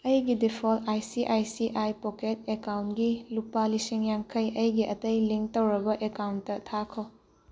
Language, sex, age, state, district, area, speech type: Manipuri, female, 18-30, Manipur, Bishnupur, rural, read